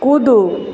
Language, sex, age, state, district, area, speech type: Maithili, female, 45-60, Bihar, Supaul, rural, read